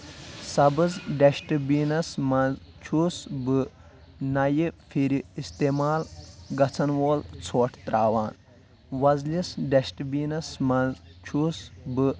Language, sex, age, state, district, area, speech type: Kashmiri, male, 18-30, Jammu and Kashmir, Kulgam, rural, spontaneous